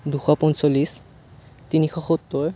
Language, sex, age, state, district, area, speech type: Assamese, male, 18-30, Assam, Sonitpur, rural, spontaneous